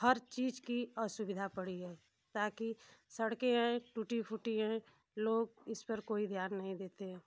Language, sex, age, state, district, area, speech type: Hindi, female, 45-60, Uttar Pradesh, Ghazipur, rural, spontaneous